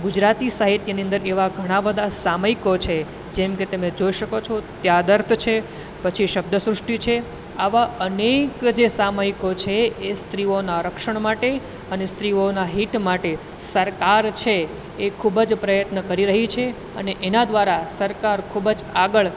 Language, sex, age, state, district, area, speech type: Gujarati, male, 18-30, Gujarat, Anand, urban, spontaneous